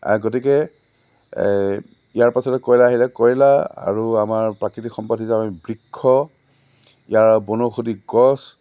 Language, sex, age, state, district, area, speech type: Assamese, male, 45-60, Assam, Lakhimpur, urban, spontaneous